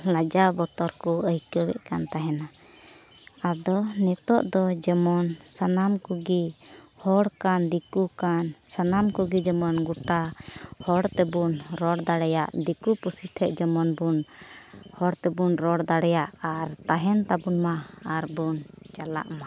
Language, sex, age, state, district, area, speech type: Santali, female, 18-30, Jharkhand, Pakur, rural, spontaneous